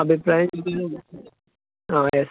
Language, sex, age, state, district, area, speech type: Malayalam, male, 18-30, Kerala, Thrissur, rural, conversation